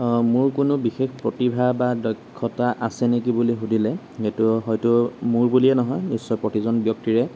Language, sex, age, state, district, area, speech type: Assamese, male, 45-60, Assam, Morigaon, rural, spontaneous